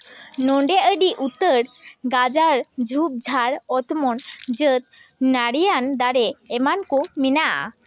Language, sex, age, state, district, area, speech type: Santali, female, 18-30, West Bengal, Malda, rural, read